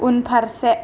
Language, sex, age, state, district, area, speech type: Bodo, female, 18-30, Assam, Kokrajhar, rural, read